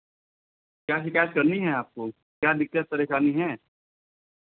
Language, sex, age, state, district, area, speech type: Hindi, male, 45-60, Uttar Pradesh, Lucknow, rural, conversation